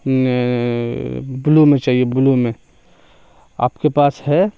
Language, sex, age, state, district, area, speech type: Urdu, male, 18-30, Bihar, Darbhanga, urban, spontaneous